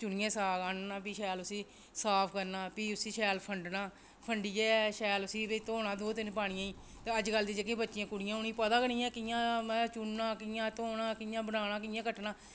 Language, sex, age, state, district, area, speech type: Dogri, female, 45-60, Jammu and Kashmir, Reasi, rural, spontaneous